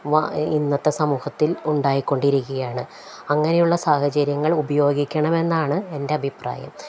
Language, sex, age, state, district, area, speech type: Malayalam, female, 45-60, Kerala, Palakkad, rural, spontaneous